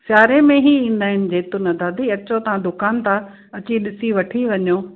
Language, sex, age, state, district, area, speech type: Sindhi, female, 45-60, Gujarat, Kutch, rural, conversation